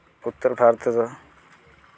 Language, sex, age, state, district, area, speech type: Santali, male, 18-30, West Bengal, Uttar Dinajpur, rural, spontaneous